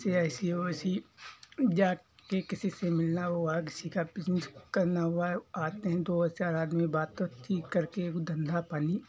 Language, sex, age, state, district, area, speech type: Hindi, male, 45-60, Uttar Pradesh, Hardoi, rural, spontaneous